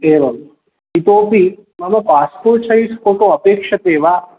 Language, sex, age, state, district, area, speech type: Sanskrit, male, 18-30, Maharashtra, Chandrapur, urban, conversation